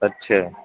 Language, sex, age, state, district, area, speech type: Urdu, male, 30-45, Uttar Pradesh, Ghaziabad, rural, conversation